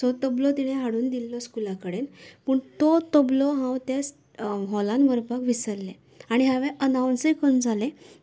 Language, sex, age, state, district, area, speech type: Goan Konkani, female, 30-45, Goa, Canacona, rural, spontaneous